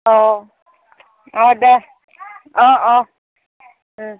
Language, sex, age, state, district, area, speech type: Assamese, female, 18-30, Assam, Barpeta, rural, conversation